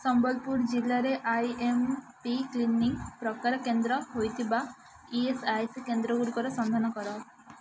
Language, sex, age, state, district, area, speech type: Odia, female, 18-30, Odisha, Ganjam, urban, read